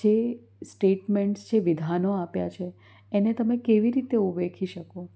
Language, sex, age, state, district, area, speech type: Gujarati, female, 30-45, Gujarat, Anand, urban, spontaneous